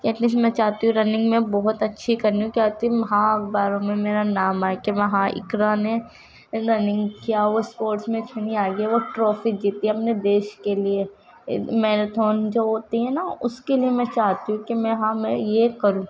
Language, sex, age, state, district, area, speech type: Urdu, female, 18-30, Uttar Pradesh, Ghaziabad, rural, spontaneous